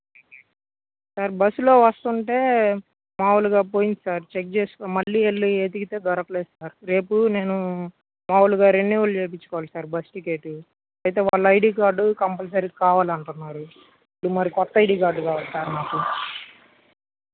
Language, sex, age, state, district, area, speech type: Telugu, male, 18-30, Andhra Pradesh, Guntur, urban, conversation